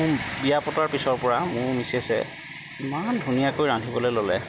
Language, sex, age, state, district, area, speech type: Assamese, male, 30-45, Assam, Lakhimpur, rural, spontaneous